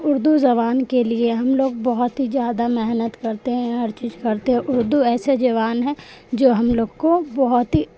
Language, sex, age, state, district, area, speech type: Urdu, female, 18-30, Bihar, Supaul, rural, spontaneous